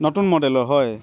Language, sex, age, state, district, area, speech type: Assamese, male, 18-30, Assam, Dibrugarh, rural, spontaneous